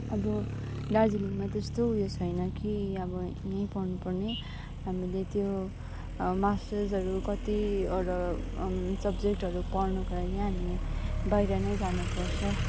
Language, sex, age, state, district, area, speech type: Nepali, female, 18-30, West Bengal, Darjeeling, rural, spontaneous